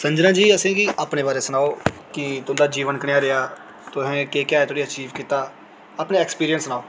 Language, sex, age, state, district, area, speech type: Dogri, female, 18-30, Jammu and Kashmir, Jammu, rural, spontaneous